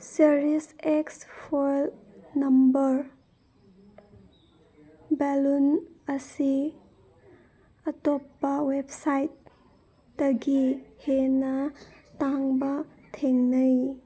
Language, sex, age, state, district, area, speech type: Manipuri, female, 30-45, Manipur, Senapati, rural, read